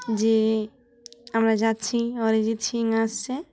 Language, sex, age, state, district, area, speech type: Bengali, female, 30-45, West Bengal, Dakshin Dinajpur, urban, spontaneous